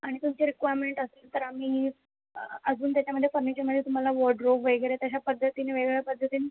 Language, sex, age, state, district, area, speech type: Marathi, female, 30-45, Maharashtra, Mumbai Suburban, urban, conversation